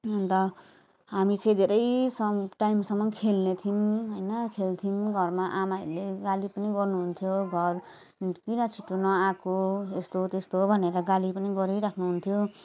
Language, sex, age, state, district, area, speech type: Nepali, female, 30-45, West Bengal, Jalpaiguri, urban, spontaneous